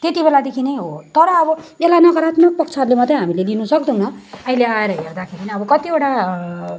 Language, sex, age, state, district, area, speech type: Nepali, female, 30-45, West Bengal, Kalimpong, rural, spontaneous